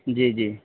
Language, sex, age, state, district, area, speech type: Urdu, male, 18-30, Uttar Pradesh, Saharanpur, urban, conversation